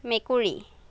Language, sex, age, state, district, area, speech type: Assamese, female, 18-30, Assam, Nagaon, rural, read